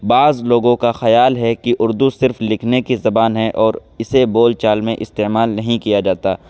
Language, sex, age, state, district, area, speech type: Urdu, male, 18-30, Uttar Pradesh, Saharanpur, urban, spontaneous